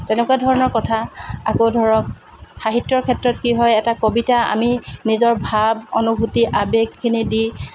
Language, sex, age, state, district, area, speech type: Assamese, female, 45-60, Assam, Dibrugarh, urban, spontaneous